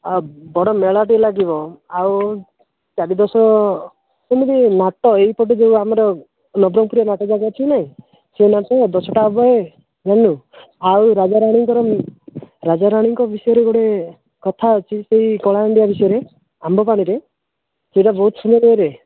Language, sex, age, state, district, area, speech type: Odia, male, 18-30, Odisha, Nabarangpur, urban, conversation